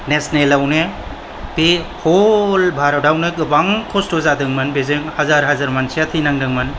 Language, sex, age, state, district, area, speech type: Bodo, male, 45-60, Assam, Kokrajhar, rural, spontaneous